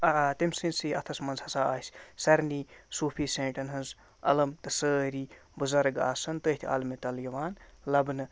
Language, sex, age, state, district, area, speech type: Kashmiri, male, 60+, Jammu and Kashmir, Ganderbal, rural, spontaneous